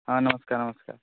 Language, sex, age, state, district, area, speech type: Odia, male, 18-30, Odisha, Balangir, urban, conversation